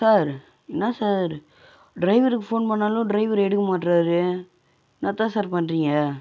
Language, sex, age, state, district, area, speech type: Tamil, male, 30-45, Tamil Nadu, Viluppuram, rural, spontaneous